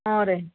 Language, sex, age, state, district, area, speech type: Kannada, female, 45-60, Karnataka, Gulbarga, urban, conversation